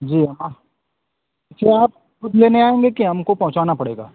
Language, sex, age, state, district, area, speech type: Hindi, male, 18-30, Uttar Pradesh, Azamgarh, rural, conversation